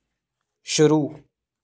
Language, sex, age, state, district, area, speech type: Hindi, male, 30-45, Madhya Pradesh, Jabalpur, urban, read